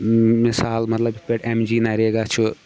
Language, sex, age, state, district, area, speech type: Kashmiri, male, 18-30, Jammu and Kashmir, Shopian, rural, spontaneous